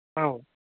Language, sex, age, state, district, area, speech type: Manipuri, male, 30-45, Manipur, Kangpokpi, urban, conversation